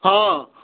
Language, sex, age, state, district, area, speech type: Odia, male, 60+, Odisha, Bargarh, urban, conversation